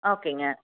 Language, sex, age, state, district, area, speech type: Tamil, female, 30-45, Tamil Nadu, Coimbatore, rural, conversation